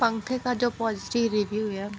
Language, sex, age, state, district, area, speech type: Hindi, female, 30-45, Uttar Pradesh, Sonbhadra, rural, spontaneous